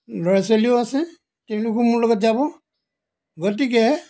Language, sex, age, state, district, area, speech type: Assamese, male, 60+, Assam, Dibrugarh, rural, spontaneous